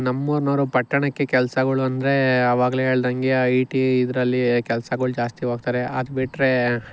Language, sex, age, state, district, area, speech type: Kannada, male, 18-30, Karnataka, Chikkaballapur, rural, spontaneous